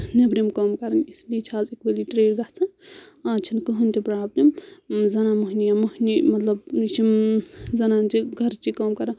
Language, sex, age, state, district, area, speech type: Kashmiri, female, 18-30, Jammu and Kashmir, Anantnag, rural, spontaneous